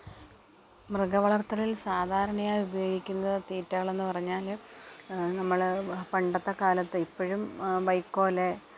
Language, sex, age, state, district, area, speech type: Malayalam, female, 45-60, Kerala, Alappuzha, rural, spontaneous